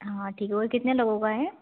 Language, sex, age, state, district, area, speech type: Hindi, female, 18-30, Madhya Pradesh, Ujjain, rural, conversation